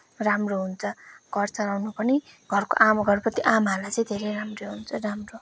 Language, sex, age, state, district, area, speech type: Nepali, female, 18-30, West Bengal, Kalimpong, rural, spontaneous